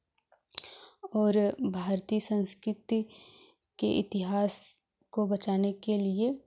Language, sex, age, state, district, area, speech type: Hindi, female, 18-30, Uttar Pradesh, Jaunpur, urban, spontaneous